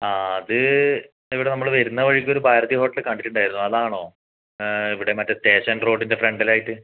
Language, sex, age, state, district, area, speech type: Malayalam, male, 18-30, Kerala, Kannur, rural, conversation